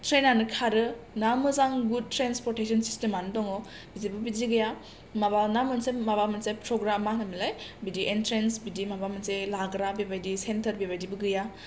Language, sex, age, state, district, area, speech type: Bodo, female, 18-30, Assam, Chirang, urban, spontaneous